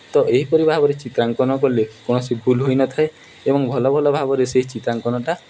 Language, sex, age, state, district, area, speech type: Odia, male, 18-30, Odisha, Nuapada, urban, spontaneous